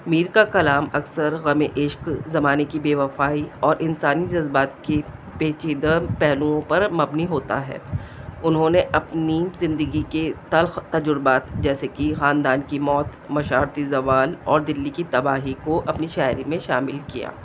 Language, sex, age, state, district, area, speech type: Urdu, female, 45-60, Delhi, South Delhi, urban, spontaneous